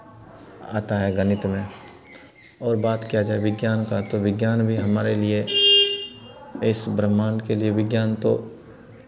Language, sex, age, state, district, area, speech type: Hindi, male, 30-45, Bihar, Madhepura, rural, spontaneous